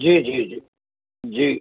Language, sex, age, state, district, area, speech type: Hindi, male, 45-60, Madhya Pradesh, Ujjain, urban, conversation